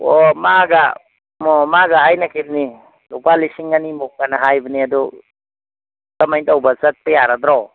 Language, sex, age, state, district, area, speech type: Manipuri, male, 45-60, Manipur, Imphal East, rural, conversation